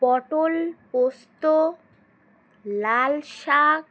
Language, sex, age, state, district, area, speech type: Bengali, female, 18-30, West Bengal, Alipurduar, rural, spontaneous